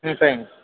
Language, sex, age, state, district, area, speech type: Tamil, male, 18-30, Tamil Nadu, Perambalur, urban, conversation